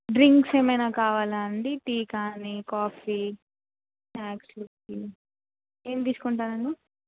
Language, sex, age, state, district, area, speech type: Telugu, female, 18-30, Telangana, Adilabad, urban, conversation